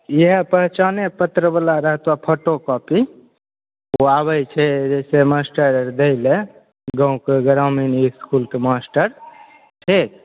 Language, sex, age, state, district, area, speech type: Maithili, male, 18-30, Bihar, Begusarai, rural, conversation